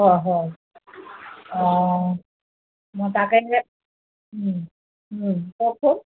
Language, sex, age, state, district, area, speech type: Assamese, female, 60+, Assam, Dhemaji, rural, conversation